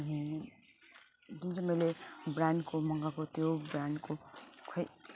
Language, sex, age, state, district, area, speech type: Nepali, female, 30-45, West Bengal, Alipurduar, urban, spontaneous